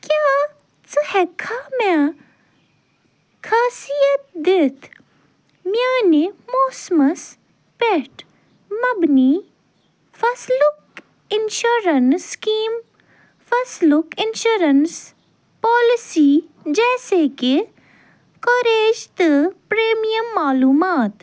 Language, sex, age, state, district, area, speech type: Kashmiri, female, 30-45, Jammu and Kashmir, Ganderbal, rural, read